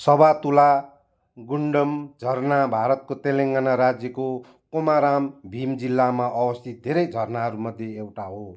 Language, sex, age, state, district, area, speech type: Nepali, male, 45-60, West Bengal, Kalimpong, rural, read